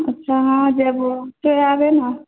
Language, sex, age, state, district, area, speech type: Maithili, female, 45-60, Bihar, Purnia, rural, conversation